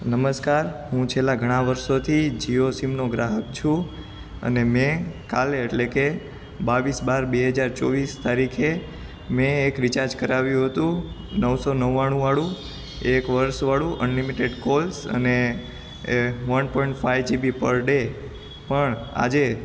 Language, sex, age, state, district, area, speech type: Gujarati, male, 18-30, Gujarat, Ahmedabad, urban, spontaneous